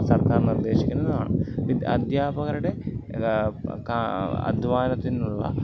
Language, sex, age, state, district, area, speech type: Malayalam, male, 30-45, Kerala, Alappuzha, rural, spontaneous